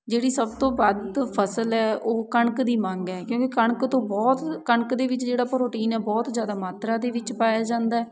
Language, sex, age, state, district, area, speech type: Punjabi, female, 30-45, Punjab, Patiala, urban, spontaneous